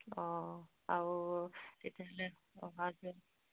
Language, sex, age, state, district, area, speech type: Assamese, female, 45-60, Assam, Dibrugarh, rural, conversation